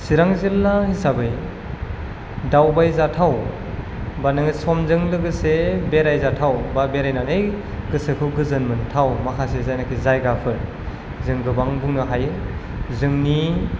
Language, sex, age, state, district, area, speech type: Bodo, male, 18-30, Assam, Chirang, rural, spontaneous